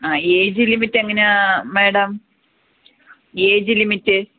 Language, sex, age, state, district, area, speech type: Malayalam, female, 30-45, Kerala, Kollam, rural, conversation